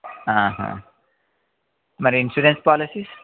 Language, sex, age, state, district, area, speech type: Telugu, male, 18-30, Telangana, Yadadri Bhuvanagiri, urban, conversation